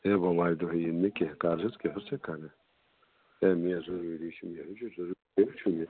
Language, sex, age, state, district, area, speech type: Kashmiri, male, 60+, Jammu and Kashmir, Srinagar, urban, conversation